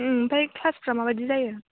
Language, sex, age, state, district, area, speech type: Bodo, female, 18-30, Assam, Chirang, urban, conversation